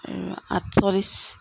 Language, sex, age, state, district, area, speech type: Assamese, female, 45-60, Assam, Jorhat, urban, spontaneous